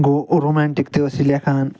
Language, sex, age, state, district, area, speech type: Kashmiri, male, 60+, Jammu and Kashmir, Srinagar, urban, spontaneous